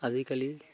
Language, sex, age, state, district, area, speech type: Assamese, male, 45-60, Assam, Sivasagar, rural, spontaneous